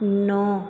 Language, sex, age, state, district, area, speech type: Hindi, female, 30-45, Rajasthan, Jodhpur, urban, read